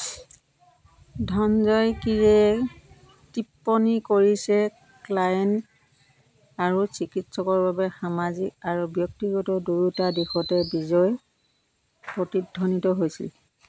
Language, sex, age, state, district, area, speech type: Assamese, female, 60+, Assam, Dhemaji, rural, read